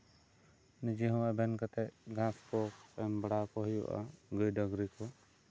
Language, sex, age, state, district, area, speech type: Santali, male, 18-30, West Bengal, Bankura, rural, spontaneous